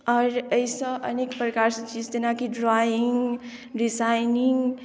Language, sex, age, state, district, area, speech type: Maithili, female, 18-30, Bihar, Madhubani, rural, spontaneous